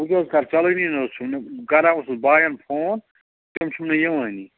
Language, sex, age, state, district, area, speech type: Kashmiri, male, 45-60, Jammu and Kashmir, Bandipora, rural, conversation